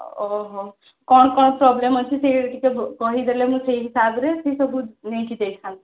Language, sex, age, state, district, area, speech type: Odia, female, 18-30, Odisha, Sundergarh, urban, conversation